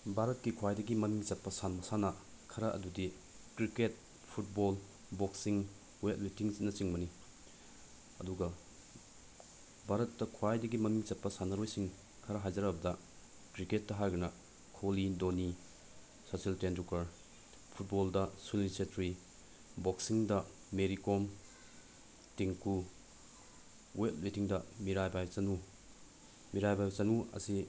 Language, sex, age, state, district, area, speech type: Manipuri, male, 30-45, Manipur, Bishnupur, rural, spontaneous